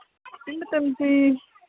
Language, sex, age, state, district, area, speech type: Manipuri, female, 18-30, Manipur, Senapati, rural, conversation